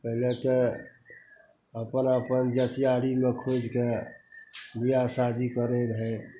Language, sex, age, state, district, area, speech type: Maithili, male, 60+, Bihar, Madhepura, rural, spontaneous